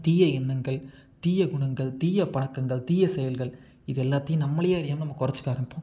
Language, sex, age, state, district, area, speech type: Tamil, male, 18-30, Tamil Nadu, Salem, rural, spontaneous